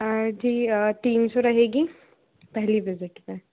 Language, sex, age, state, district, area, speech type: Hindi, female, 30-45, Madhya Pradesh, Bhopal, urban, conversation